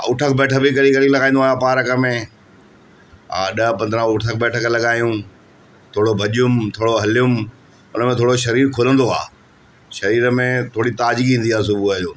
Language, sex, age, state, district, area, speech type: Sindhi, male, 45-60, Delhi, South Delhi, urban, spontaneous